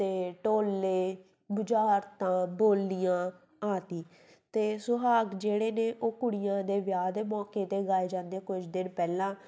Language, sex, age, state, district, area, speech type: Punjabi, female, 18-30, Punjab, Tarn Taran, rural, spontaneous